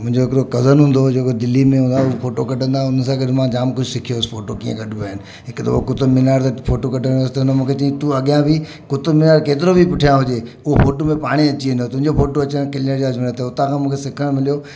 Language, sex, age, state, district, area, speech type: Sindhi, male, 45-60, Maharashtra, Mumbai Suburban, urban, spontaneous